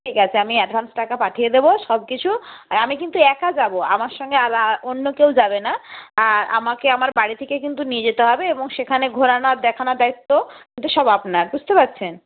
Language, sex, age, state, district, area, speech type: Bengali, female, 60+, West Bengal, Nadia, rural, conversation